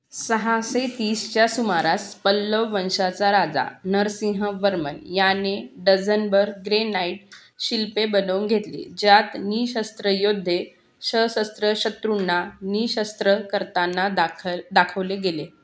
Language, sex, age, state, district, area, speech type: Marathi, female, 30-45, Maharashtra, Bhandara, urban, read